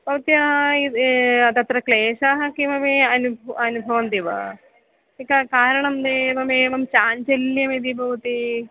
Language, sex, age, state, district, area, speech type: Sanskrit, female, 45-60, Kerala, Kollam, rural, conversation